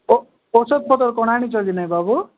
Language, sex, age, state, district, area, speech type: Odia, male, 45-60, Odisha, Nabarangpur, rural, conversation